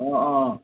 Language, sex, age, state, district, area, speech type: Assamese, male, 30-45, Assam, Golaghat, urban, conversation